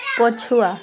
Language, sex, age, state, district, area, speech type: Odia, female, 18-30, Odisha, Koraput, urban, read